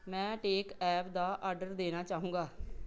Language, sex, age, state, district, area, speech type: Punjabi, female, 45-60, Punjab, Pathankot, rural, read